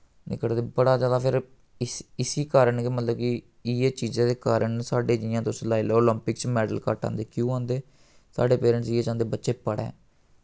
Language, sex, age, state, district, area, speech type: Dogri, male, 18-30, Jammu and Kashmir, Samba, rural, spontaneous